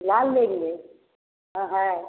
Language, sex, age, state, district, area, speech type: Hindi, female, 30-45, Bihar, Samastipur, rural, conversation